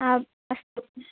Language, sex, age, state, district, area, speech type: Sanskrit, female, 18-30, Kerala, Thrissur, rural, conversation